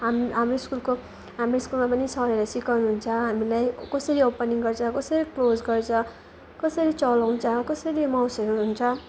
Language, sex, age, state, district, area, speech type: Nepali, female, 18-30, West Bengal, Jalpaiguri, rural, spontaneous